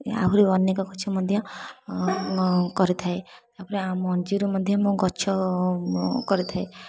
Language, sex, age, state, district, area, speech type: Odia, female, 18-30, Odisha, Puri, urban, spontaneous